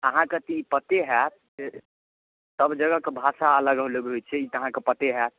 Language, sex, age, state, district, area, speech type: Maithili, male, 18-30, Bihar, Darbhanga, rural, conversation